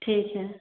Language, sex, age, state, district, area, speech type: Hindi, female, 30-45, Uttar Pradesh, Ghazipur, urban, conversation